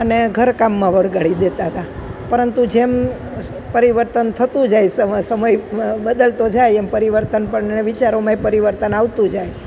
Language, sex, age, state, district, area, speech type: Gujarati, female, 45-60, Gujarat, Junagadh, rural, spontaneous